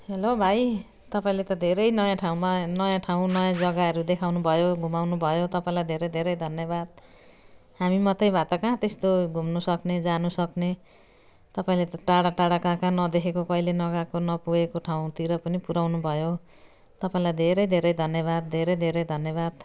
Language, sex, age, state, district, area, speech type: Nepali, female, 60+, West Bengal, Jalpaiguri, urban, spontaneous